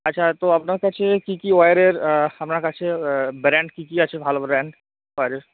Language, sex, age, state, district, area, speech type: Bengali, male, 18-30, West Bengal, Uttar Dinajpur, rural, conversation